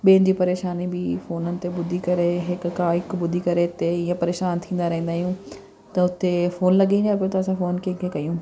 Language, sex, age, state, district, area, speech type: Sindhi, female, 30-45, Delhi, South Delhi, urban, spontaneous